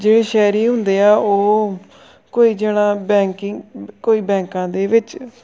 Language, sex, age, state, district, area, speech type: Punjabi, male, 18-30, Punjab, Tarn Taran, rural, spontaneous